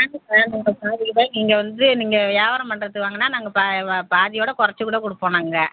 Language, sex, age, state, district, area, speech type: Tamil, female, 45-60, Tamil Nadu, Virudhunagar, rural, conversation